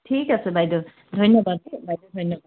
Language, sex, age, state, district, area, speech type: Assamese, female, 30-45, Assam, Dibrugarh, urban, conversation